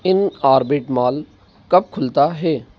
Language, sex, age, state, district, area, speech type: Hindi, male, 18-30, Madhya Pradesh, Bhopal, urban, read